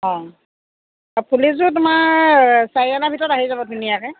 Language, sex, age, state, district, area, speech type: Assamese, female, 30-45, Assam, Sivasagar, rural, conversation